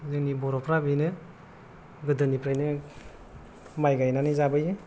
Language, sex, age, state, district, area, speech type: Bodo, male, 18-30, Assam, Kokrajhar, rural, spontaneous